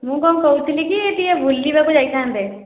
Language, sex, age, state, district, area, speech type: Odia, female, 18-30, Odisha, Khordha, rural, conversation